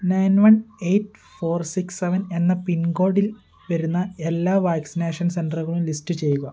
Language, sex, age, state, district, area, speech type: Malayalam, male, 18-30, Kerala, Kottayam, rural, read